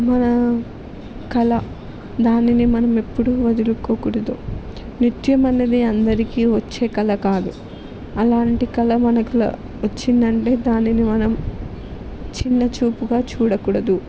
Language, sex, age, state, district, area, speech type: Telugu, female, 18-30, Telangana, Peddapalli, rural, spontaneous